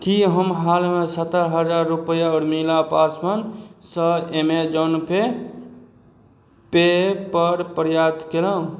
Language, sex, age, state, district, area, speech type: Maithili, male, 30-45, Bihar, Madhubani, rural, read